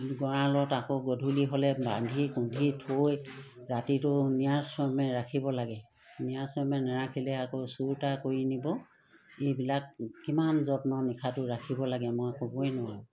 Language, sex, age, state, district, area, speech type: Assamese, female, 60+, Assam, Charaideo, rural, spontaneous